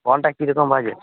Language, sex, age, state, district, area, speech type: Bengali, male, 18-30, West Bengal, Uttar Dinajpur, urban, conversation